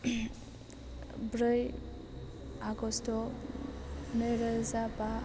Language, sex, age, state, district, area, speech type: Bodo, female, 18-30, Assam, Chirang, rural, spontaneous